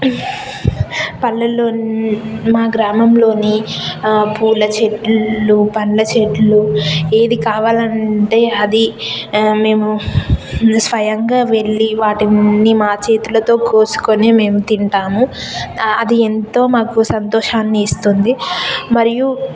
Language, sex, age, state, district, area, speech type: Telugu, female, 18-30, Telangana, Jayashankar, rural, spontaneous